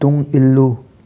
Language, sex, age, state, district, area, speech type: Manipuri, male, 30-45, Manipur, Imphal West, urban, read